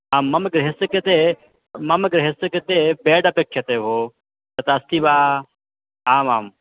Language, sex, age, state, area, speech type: Sanskrit, male, 18-30, Madhya Pradesh, rural, conversation